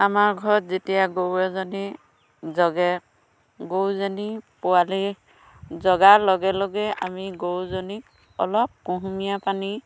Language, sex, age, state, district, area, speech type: Assamese, female, 45-60, Assam, Dhemaji, rural, spontaneous